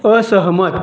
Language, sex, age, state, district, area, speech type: Marathi, male, 45-60, Maharashtra, Raigad, rural, read